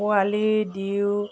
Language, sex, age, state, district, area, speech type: Assamese, female, 45-60, Assam, Golaghat, rural, spontaneous